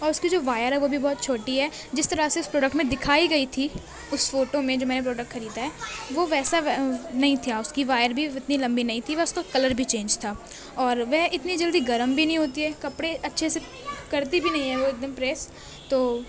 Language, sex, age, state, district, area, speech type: Urdu, female, 18-30, Uttar Pradesh, Gautam Buddha Nagar, rural, spontaneous